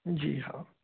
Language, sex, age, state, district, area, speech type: Hindi, male, 30-45, Madhya Pradesh, Hoshangabad, rural, conversation